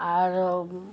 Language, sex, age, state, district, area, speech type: Maithili, female, 45-60, Bihar, Muzaffarpur, rural, spontaneous